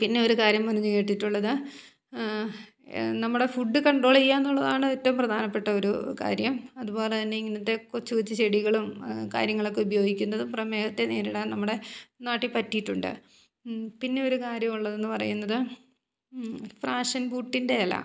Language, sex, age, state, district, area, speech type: Malayalam, female, 30-45, Kerala, Idukki, rural, spontaneous